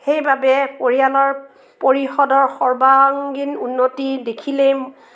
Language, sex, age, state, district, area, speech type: Assamese, female, 45-60, Assam, Morigaon, rural, spontaneous